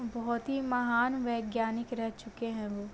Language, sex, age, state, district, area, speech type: Hindi, female, 30-45, Uttar Pradesh, Sonbhadra, rural, spontaneous